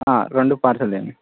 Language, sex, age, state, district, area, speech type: Telugu, male, 18-30, Telangana, Jangaon, urban, conversation